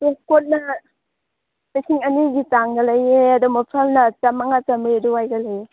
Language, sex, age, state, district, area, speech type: Manipuri, female, 18-30, Manipur, Chandel, rural, conversation